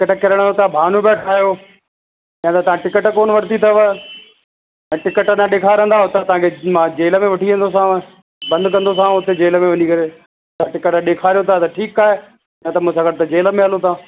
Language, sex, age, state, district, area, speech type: Sindhi, male, 30-45, Rajasthan, Ajmer, urban, conversation